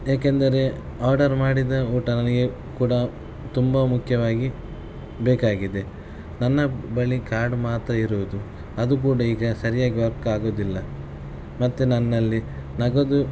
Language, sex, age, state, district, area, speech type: Kannada, male, 18-30, Karnataka, Shimoga, rural, spontaneous